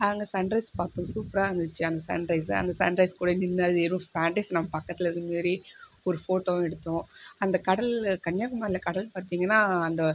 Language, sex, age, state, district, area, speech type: Tamil, female, 30-45, Tamil Nadu, Viluppuram, urban, spontaneous